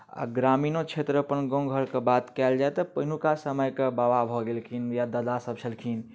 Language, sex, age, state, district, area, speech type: Maithili, male, 18-30, Bihar, Darbhanga, rural, spontaneous